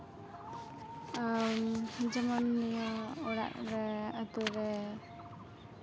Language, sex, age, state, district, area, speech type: Santali, female, 18-30, West Bengal, Uttar Dinajpur, rural, spontaneous